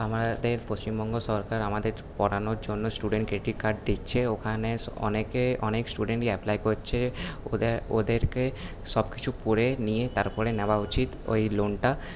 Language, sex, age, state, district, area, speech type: Bengali, male, 18-30, West Bengal, Paschim Bardhaman, urban, spontaneous